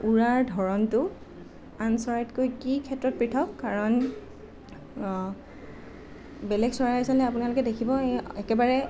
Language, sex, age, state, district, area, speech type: Assamese, female, 18-30, Assam, Nalbari, rural, spontaneous